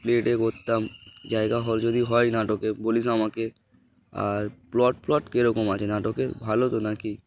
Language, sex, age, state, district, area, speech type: Bengali, male, 18-30, West Bengal, Darjeeling, urban, spontaneous